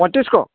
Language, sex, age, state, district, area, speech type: Assamese, male, 45-60, Assam, Sivasagar, rural, conversation